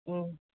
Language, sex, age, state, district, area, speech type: Manipuri, female, 45-60, Manipur, Churachandpur, urban, conversation